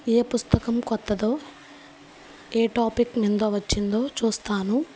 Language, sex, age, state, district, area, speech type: Telugu, female, 18-30, Andhra Pradesh, Nellore, rural, spontaneous